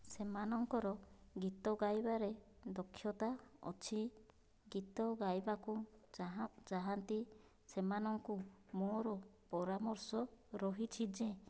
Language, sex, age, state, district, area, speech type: Odia, female, 30-45, Odisha, Kandhamal, rural, spontaneous